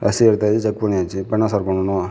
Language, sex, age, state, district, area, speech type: Tamil, male, 60+, Tamil Nadu, Sivaganga, urban, spontaneous